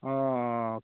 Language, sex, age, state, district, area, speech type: Assamese, male, 30-45, Assam, Lakhimpur, rural, conversation